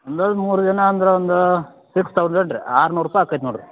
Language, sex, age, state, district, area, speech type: Kannada, male, 30-45, Karnataka, Belgaum, rural, conversation